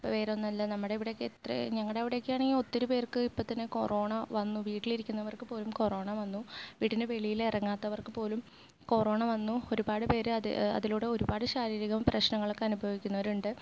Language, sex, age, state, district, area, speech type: Malayalam, female, 18-30, Kerala, Ernakulam, rural, spontaneous